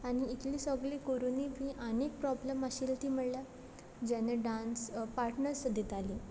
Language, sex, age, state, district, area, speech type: Goan Konkani, female, 18-30, Goa, Quepem, rural, spontaneous